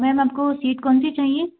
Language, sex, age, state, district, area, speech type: Hindi, female, 18-30, Madhya Pradesh, Gwalior, rural, conversation